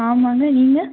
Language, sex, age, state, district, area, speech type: Tamil, female, 18-30, Tamil Nadu, Erode, rural, conversation